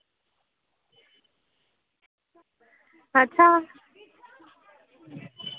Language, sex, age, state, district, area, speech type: Dogri, female, 18-30, Jammu and Kashmir, Samba, rural, conversation